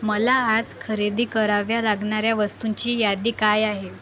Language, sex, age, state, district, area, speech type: Marathi, female, 18-30, Maharashtra, Akola, rural, read